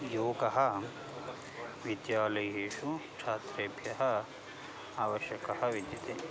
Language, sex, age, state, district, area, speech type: Sanskrit, male, 30-45, Karnataka, Bangalore Urban, urban, spontaneous